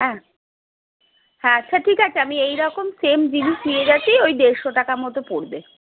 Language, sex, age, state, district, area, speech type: Bengali, female, 30-45, West Bengal, Darjeeling, rural, conversation